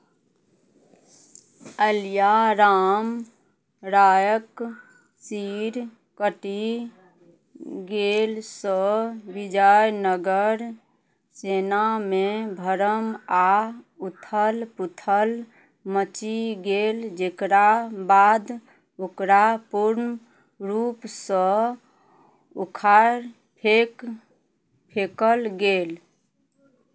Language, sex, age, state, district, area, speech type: Maithili, female, 45-60, Bihar, Madhubani, rural, read